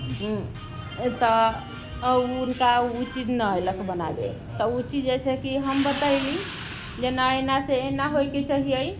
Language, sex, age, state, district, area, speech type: Maithili, female, 30-45, Bihar, Muzaffarpur, urban, spontaneous